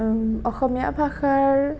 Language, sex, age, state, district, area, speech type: Assamese, female, 18-30, Assam, Nagaon, rural, spontaneous